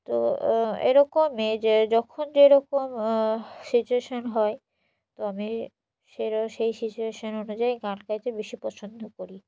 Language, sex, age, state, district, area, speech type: Bengali, female, 18-30, West Bengal, Murshidabad, urban, spontaneous